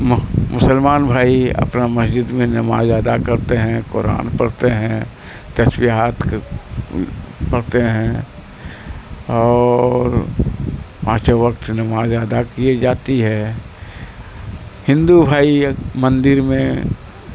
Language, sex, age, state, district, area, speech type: Urdu, male, 60+, Bihar, Supaul, rural, spontaneous